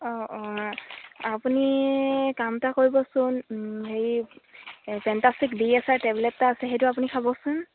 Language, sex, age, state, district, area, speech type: Assamese, female, 60+, Assam, Dibrugarh, rural, conversation